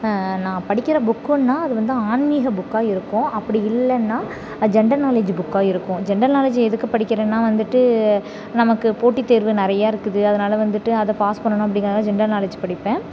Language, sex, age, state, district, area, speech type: Tamil, female, 30-45, Tamil Nadu, Thanjavur, rural, spontaneous